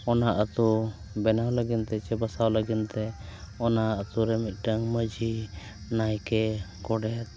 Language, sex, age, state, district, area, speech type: Santali, male, 30-45, Jharkhand, East Singhbhum, rural, spontaneous